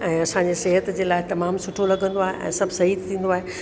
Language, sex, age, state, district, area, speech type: Sindhi, female, 45-60, Rajasthan, Ajmer, urban, spontaneous